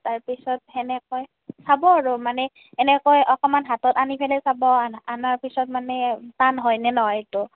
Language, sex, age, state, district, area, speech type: Assamese, female, 18-30, Assam, Nalbari, rural, conversation